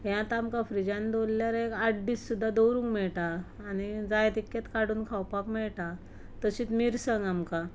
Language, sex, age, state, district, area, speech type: Goan Konkani, female, 45-60, Goa, Ponda, rural, spontaneous